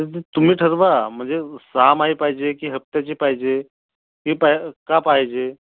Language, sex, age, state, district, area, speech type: Marathi, male, 18-30, Maharashtra, Gondia, rural, conversation